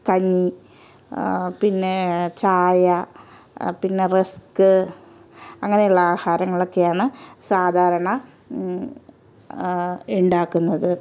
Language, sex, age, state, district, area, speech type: Malayalam, female, 45-60, Kerala, Ernakulam, rural, spontaneous